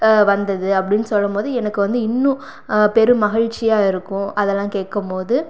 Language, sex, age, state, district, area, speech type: Tamil, female, 45-60, Tamil Nadu, Pudukkottai, rural, spontaneous